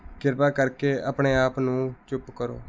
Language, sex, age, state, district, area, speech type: Punjabi, male, 18-30, Punjab, Rupnagar, urban, read